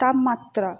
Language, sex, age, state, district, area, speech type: Bengali, female, 18-30, West Bengal, Purba Bardhaman, urban, read